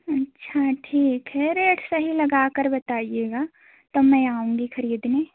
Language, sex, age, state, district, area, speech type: Hindi, female, 18-30, Uttar Pradesh, Jaunpur, urban, conversation